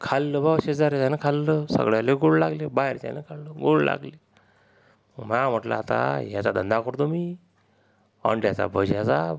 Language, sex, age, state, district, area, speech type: Marathi, male, 30-45, Maharashtra, Akola, urban, spontaneous